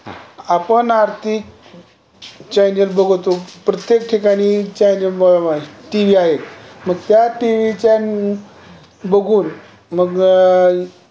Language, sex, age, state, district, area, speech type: Marathi, male, 60+, Maharashtra, Osmanabad, rural, spontaneous